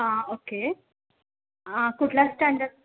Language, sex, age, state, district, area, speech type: Marathi, female, 18-30, Maharashtra, Washim, rural, conversation